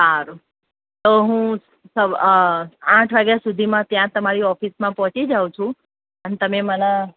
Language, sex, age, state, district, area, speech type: Gujarati, female, 30-45, Gujarat, Ahmedabad, urban, conversation